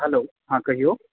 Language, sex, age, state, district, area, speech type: Maithili, male, 18-30, Bihar, Purnia, urban, conversation